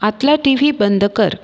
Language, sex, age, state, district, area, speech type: Marathi, female, 30-45, Maharashtra, Buldhana, urban, read